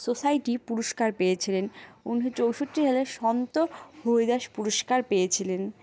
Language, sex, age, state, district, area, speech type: Bengali, female, 18-30, West Bengal, Alipurduar, rural, spontaneous